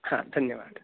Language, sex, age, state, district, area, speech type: Sanskrit, male, 18-30, Maharashtra, Nagpur, urban, conversation